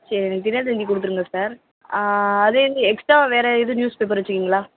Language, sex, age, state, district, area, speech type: Tamil, female, 18-30, Tamil Nadu, Madurai, urban, conversation